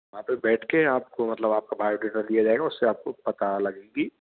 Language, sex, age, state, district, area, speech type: Hindi, male, 18-30, Rajasthan, Bharatpur, urban, conversation